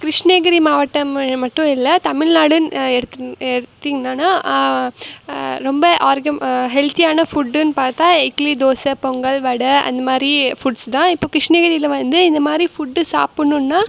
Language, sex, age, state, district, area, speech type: Tamil, female, 18-30, Tamil Nadu, Krishnagiri, rural, spontaneous